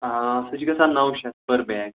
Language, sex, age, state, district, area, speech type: Kashmiri, male, 18-30, Jammu and Kashmir, Baramulla, rural, conversation